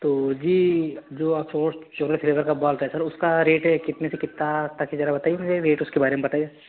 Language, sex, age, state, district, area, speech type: Hindi, male, 18-30, Madhya Pradesh, Betul, rural, conversation